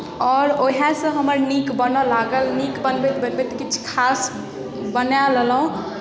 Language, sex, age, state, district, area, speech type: Maithili, female, 18-30, Bihar, Darbhanga, rural, spontaneous